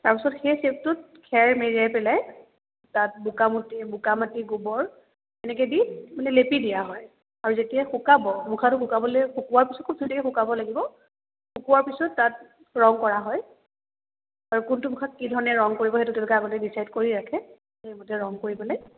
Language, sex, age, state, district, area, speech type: Assamese, female, 30-45, Assam, Kamrup Metropolitan, urban, conversation